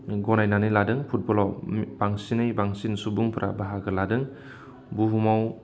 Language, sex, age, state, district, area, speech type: Bodo, male, 30-45, Assam, Udalguri, urban, spontaneous